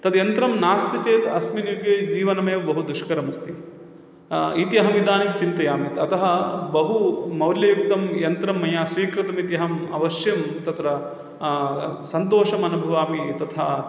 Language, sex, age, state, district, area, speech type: Sanskrit, male, 30-45, Kerala, Thrissur, urban, spontaneous